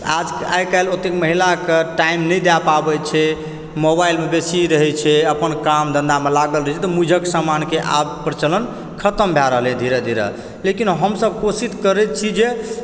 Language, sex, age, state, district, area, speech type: Maithili, male, 30-45, Bihar, Supaul, urban, spontaneous